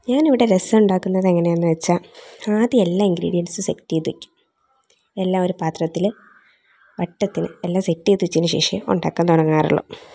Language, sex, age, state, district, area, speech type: Malayalam, female, 18-30, Kerala, Thiruvananthapuram, rural, spontaneous